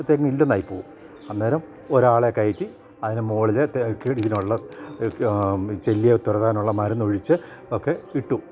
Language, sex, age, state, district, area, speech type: Malayalam, male, 60+, Kerala, Kottayam, rural, spontaneous